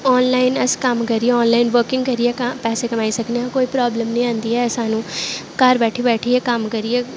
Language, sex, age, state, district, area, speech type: Dogri, female, 18-30, Jammu and Kashmir, Jammu, urban, spontaneous